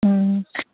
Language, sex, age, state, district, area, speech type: Assamese, female, 60+, Assam, Dibrugarh, rural, conversation